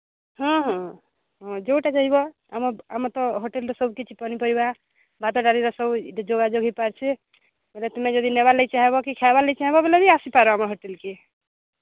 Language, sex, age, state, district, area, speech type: Odia, female, 45-60, Odisha, Balangir, urban, conversation